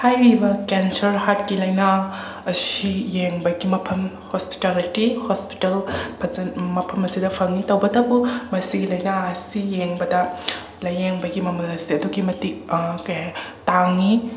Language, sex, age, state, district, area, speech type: Manipuri, female, 45-60, Manipur, Imphal West, rural, spontaneous